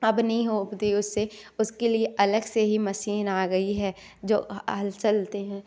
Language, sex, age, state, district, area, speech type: Hindi, female, 18-30, Madhya Pradesh, Katni, rural, spontaneous